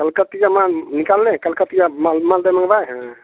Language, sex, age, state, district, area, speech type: Hindi, male, 45-60, Bihar, Samastipur, rural, conversation